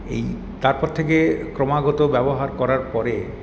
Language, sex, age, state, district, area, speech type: Bengali, male, 60+, West Bengal, Paschim Bardhaman, urban, spontaneous